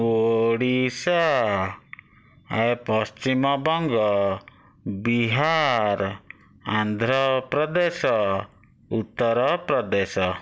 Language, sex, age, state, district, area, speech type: Odia, male, 60+, Odisha, Bhadrak, rural, spontaneous